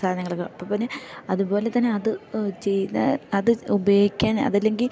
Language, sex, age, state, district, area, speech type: Malayalam, female, 18-30, Kerala, Idukki, rural, spontaneous